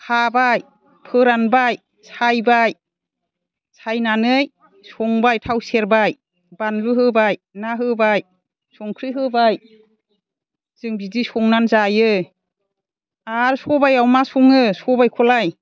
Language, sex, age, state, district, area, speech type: Bodo, female, 60+, Assam, Chirang, rural, spontaneous